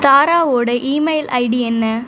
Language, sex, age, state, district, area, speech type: Tamil, female, 18-30, Tamil Nadu, Pudukkottai, rural, read